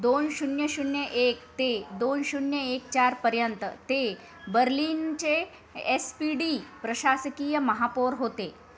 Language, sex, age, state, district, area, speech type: Marathi, female, 30-45, Maharashtra, Nanded, urban, read